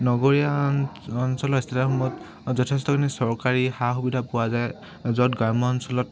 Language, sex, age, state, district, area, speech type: Assamese, male, 18-30, Assam, Tinsukia, urban, spontaneous